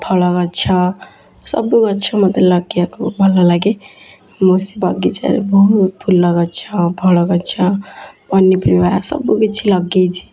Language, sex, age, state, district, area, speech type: Odia, female, 18-30, Odisha, Kendujhar, urban, spontaneous